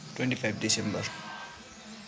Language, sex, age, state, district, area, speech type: Nepali, male, 30-45, West Bengal, Kalimpong, rural, spontaneous